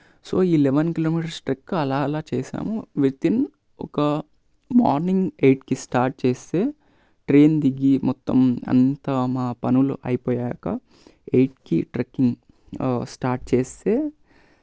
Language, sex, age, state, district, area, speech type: Telugu, male, 18-30, Telangana, Vikarabad, urban, spontaneous